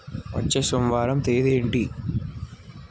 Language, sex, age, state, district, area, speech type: Telugu, male, 18-30, Telangana, Nalgonda, urban, read